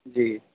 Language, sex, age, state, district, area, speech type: Urdu, male, 18-30, Delhi, South Delhi, urban, conversation